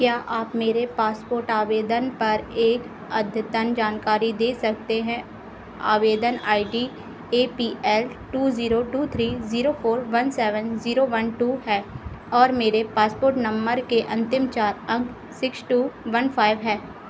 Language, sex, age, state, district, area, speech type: Hindi, female, 18-30, Madhya Pradesh, Narsinghpur, rural, read